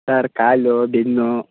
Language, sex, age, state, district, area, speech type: Kannada, male, 18-30, Karnataka, Mysore, rural, conversation